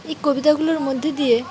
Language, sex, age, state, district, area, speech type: Bengali, female, 30-45, West Bengal, Dakshin Dinajpur, urban, spontaneous